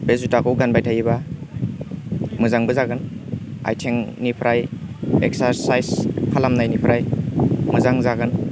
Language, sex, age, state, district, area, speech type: Bodo, male, 18-30, Assam, Udalguri, rural, spontaneous